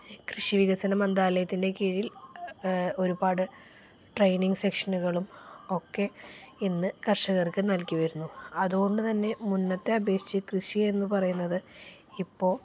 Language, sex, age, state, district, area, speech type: Malayalam, female, 45-60, Kerala, Palakkad, rural, spontaneous